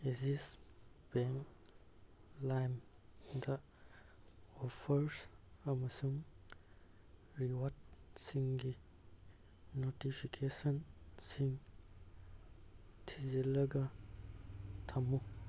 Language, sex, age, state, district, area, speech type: Manipuri, male, 18-30, Manipur, Kangpokpi, urban, read